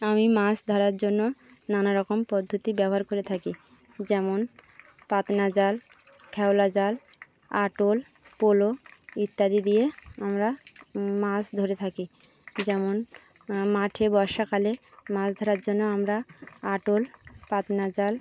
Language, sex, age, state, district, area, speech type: Bengali, female, 30-45, West Bengal, Birbhum, urban, spontaneous